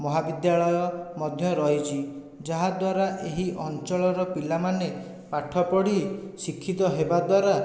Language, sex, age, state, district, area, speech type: Odia, male, 45-60, Odisha, Dhenkanal, rural, spontaneous